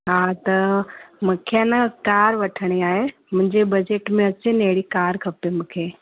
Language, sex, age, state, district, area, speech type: Sindhi, female, 30-45, Gujarat, Surat, urban, conversation